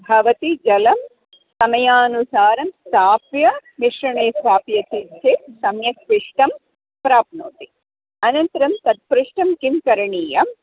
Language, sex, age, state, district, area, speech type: Sanskrit, female, 45-60, Karnataka, Dharwad, urban, conversation